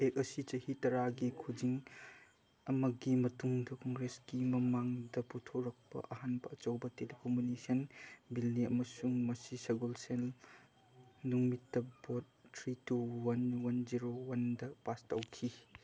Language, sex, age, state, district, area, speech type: Manipuri, male, 18-30, Manipur, Chandel, rural, read